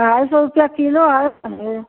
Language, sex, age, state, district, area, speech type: Hindi, female, 60+, Uttar Pradesh, Mau, rural, conversation